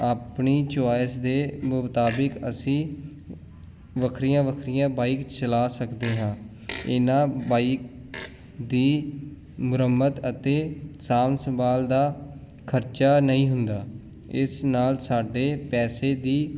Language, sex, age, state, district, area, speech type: Punjabi, male, 18-30, Punjab, Jalandhar, urban, spontaneous